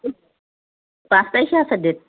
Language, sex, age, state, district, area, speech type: Assamese, female, 45-60, Assam, Sivasagar, urban, conversation